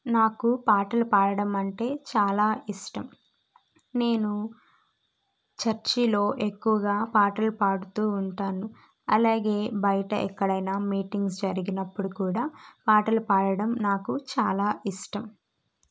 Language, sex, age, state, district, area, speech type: Telugu, female, 18-30, Andhra Pradesh, Kadapa, urban, spontaneous